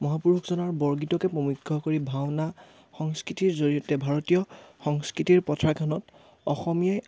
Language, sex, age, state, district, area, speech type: Assamese, male, 18-30, Assam, Majuli, urban, spontaneous